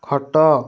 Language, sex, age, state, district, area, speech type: Odia, male, 18-30, Odisha, Kendujhar, urban, read